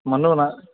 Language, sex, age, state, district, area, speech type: Sanskrit, male, 18-30, Karnataka, Dakshina Kannada, rural, conversation